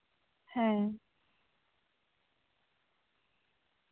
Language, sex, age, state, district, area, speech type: Santali, female, 18-30, West Bengal, Bankura, rural, conversation